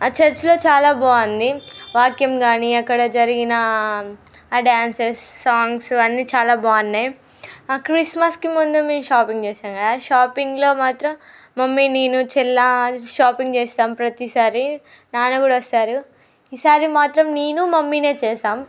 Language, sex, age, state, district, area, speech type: Telugu, female, 18-30, Telangana, Mancherial, rural, spontaneous